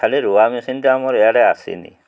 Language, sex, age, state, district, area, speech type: Odia, male, 45-60, Odisha, Mayurbhanj, rural, spontaneous